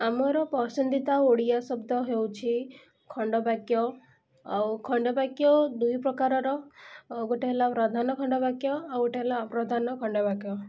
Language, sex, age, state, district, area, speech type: Odia, female, 18-30, Odisha, Cuttack, urban, spontaneous